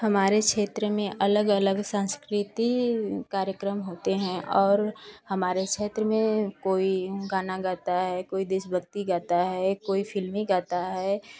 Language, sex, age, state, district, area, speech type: Hindi, female, 18-30, Uttar Pradesh, Ghazipur, urban, spontaneous